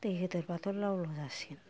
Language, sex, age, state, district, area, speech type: Bodo, female, 60+, Assam, Kokrajhar, rural, spontaneous